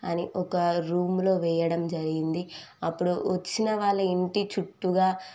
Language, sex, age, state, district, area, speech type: Telugu, female, 18-30, Telangana, Sangareddy, urban, spontaneous